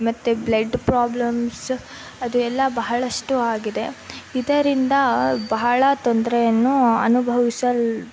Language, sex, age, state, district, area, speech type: Kannada, female, 18-30, Karnataka, Davanagere, urban, spontaneous